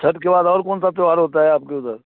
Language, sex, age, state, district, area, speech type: Hindi, male, 45-60, Bihar, Muzaffarpur, urban, conversation